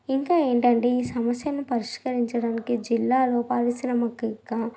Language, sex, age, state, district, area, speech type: Telugu, female, 18-30, Andhra Pradesh, N T Rama Rao, urban, spontaneous